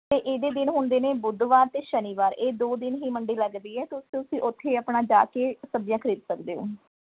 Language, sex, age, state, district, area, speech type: Punjabi, female, 30-45, Punjab, Mohali, rural, conversation